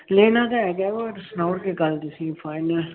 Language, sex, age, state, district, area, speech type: Dogri, male, 18-30, Jammu and Kashmir, Udhampur, rural, conversation